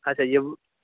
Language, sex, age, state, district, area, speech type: Kashmiri, male, 30-45, Jammu and Kashmir, Bandipora, rural, conversation